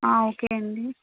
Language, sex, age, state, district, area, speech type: Telugu, female, 30-45, Andhra Pradesh, Vizianagaram, urban, conversation